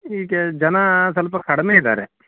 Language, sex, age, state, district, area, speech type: Kannada, male, 30-45, Karnataka, Uttara Kannada, rural, conversation